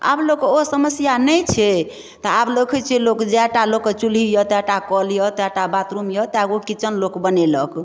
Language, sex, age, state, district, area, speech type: Maithili, female, 45-60, Bihar, Darbhanga, rural, spontaneous